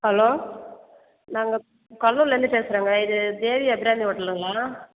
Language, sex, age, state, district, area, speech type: Tamil, female, 45-60, Tamil Nadu, Cuddalore, rural, conversation